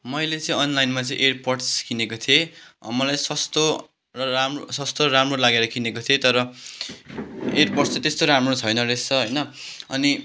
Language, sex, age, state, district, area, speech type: Nepali, male, 18-30, West Bengal, Kalimpong, rural, spontaneous